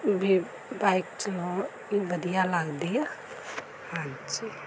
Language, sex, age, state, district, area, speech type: Punjabi, female, 30-45, Punjab, Mansa, urban, spontaneous